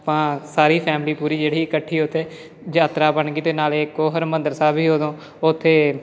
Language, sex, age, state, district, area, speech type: Punjabi, male, 18-30, Punjab, Amritsar, urban, spontaneous